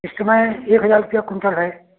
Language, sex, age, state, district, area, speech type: Hindi, male, 60+, Uttar Pradesh, Prayagraj, rural, conversation